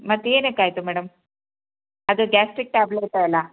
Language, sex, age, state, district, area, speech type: Kannada, female, 30-45, Karnataka, Hassan, rural, conversation